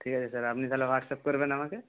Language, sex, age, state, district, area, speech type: Bengali, male, 45-60, West Bengal, Purba Medinipur, rural, conversation